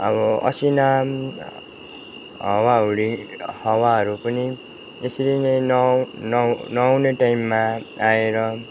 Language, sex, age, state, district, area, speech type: Nepali, male, 30-45, West Bengal, Kalimpong, rural, spontaneous